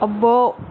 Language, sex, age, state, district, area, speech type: Telugu, female, 45-60, Andhra Pradesh, Vizianagaram, rural, read